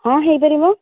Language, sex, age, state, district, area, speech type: Odia, female, 45-60, Odisha, Nayagarh, rural, conversation